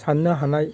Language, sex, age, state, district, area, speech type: Bodo, male, 45-60, Assam, Baksa, rural, spontaneous